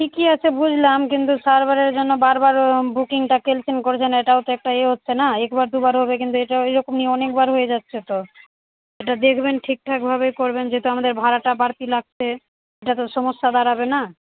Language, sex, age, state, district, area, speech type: Bengali, female, 30-45, West Bengal, Malda, urban, conversation